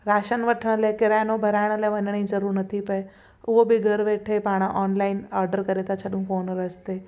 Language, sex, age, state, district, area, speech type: Sindhi, female, 30-45, Gujarat, Kutch, urban, spontaneous